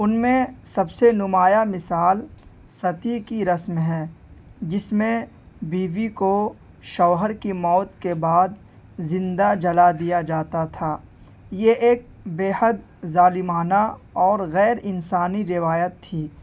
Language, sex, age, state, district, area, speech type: Urdu, male, 18-30, Delhi, North East Delhi, rural, spontaneous